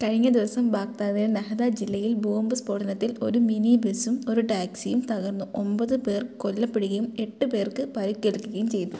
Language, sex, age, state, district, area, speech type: Malayalam, female, 18-30, Kerala, Kottayam, urban, read